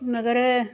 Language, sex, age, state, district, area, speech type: Dogri, female, 30-45, Jammu and Kashmir, Reasi, rural, spontaneous